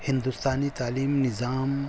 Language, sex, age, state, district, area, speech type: Urdu, male, 45-60, Delhi, Central Delhi, urban, spontaneous